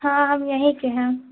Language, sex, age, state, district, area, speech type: Urdu, female, 18-30, Bihar, Khagaria, rural, conversation